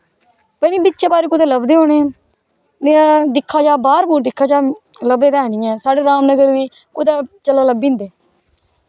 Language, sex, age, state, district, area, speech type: Dogri, female, 18-30, Jammu and Kashmir, Udhampur, rural, spontaneous